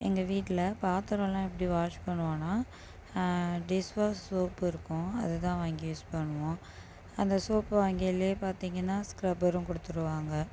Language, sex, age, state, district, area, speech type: Tamil, female, 30-45, Tamil Nadu, Tiruchirappalli, rural, spontaneous